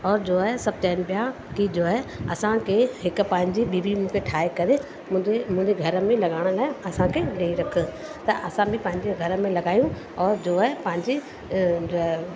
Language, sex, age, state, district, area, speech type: Sindhi, female, 45-60, Uttar Pradesh, Lucknow, rural, spontaneous